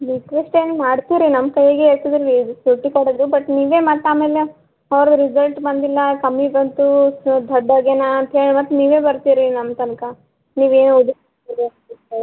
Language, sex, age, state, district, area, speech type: Kannada, female, 18-30, Karnataka, Gulbarga, urban, conversation